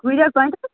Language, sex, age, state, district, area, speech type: Kashmiri, female, 18-30, Jammu and Kashmir, Bandipora, rural, conversation